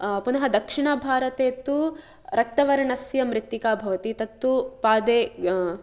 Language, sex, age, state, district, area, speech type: Sanskrit, female, 18-30, Kerala, Kasaragod, rural, spontaneous